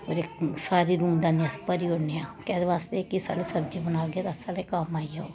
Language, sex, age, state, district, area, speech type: Dogri, female, 30-45, Jammu and Kashmir, Samba, urban, spontaneous